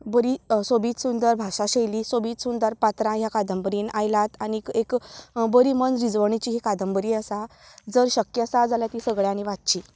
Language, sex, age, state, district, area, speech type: Goan Konkani, female, 30-45, Goa, Canacona, rural, spontaneous